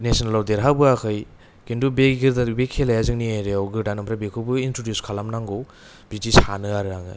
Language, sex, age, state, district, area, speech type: Bodo, male, 18-30, Assam, Kokrajhar, urban, spontaneous